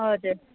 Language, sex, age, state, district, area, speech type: Nepali, female, 18-30, West Bengal, Kalimpong, rural, conversation